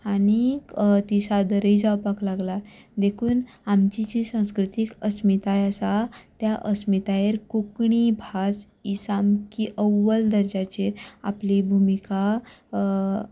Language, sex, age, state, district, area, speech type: Goan Konkani, female, 18-30, Goa, Canacona, rural, spontaneous